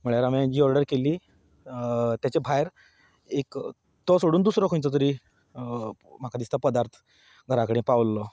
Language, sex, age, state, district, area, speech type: Goan Konkani, male, 30-45, Goa, Canacona, rural, spontaneous